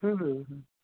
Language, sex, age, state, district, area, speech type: Bengali, male, 30-45, West Bengal, Darjeeling, urban, conversation